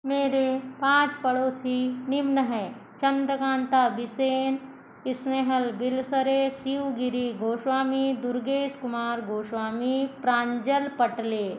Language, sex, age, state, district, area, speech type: Hindi, female, 60+, Madhya Pradesh, Balaghat, rural, spontaneous